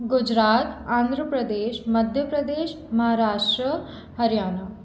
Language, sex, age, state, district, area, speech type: Hindi, female, 18-30, Madhya Pradesh, Jabalpur, urban, spontaneous